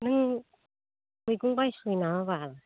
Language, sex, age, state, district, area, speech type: Bodo, female, 45-60, Assam, Kokrajhar, rural, conversation